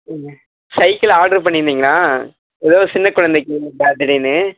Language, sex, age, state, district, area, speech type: Tamil, male, 18-30, Tamil Nadu, Perambalur, urban, conversation